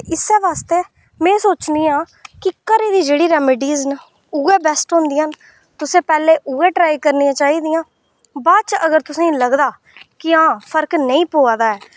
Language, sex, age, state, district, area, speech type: Dogri, female, 18-30, Jammu and Kashmir, Reasi, rural, spontaneous